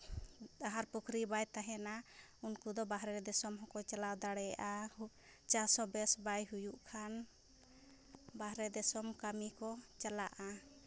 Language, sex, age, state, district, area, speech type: Santali, female, 30-45, Jharkhand, Seraikela Kharsawan, rural, spontaneous